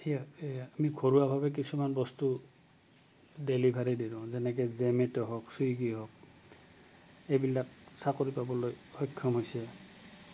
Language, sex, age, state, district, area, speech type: Assamese, male, 45-60, Assam, Goalpara, urban, spontaneous